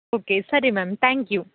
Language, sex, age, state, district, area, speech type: Kannada, female, 18-30, Karnataka, Dakshina Kannada, rural, conversation